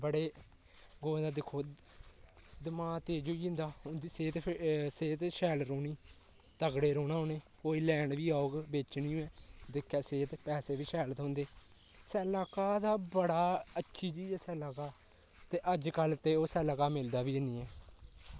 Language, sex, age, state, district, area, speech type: Dogri, male, 18-30, Jammu and Kashmir, Kathua, rural, spontaneous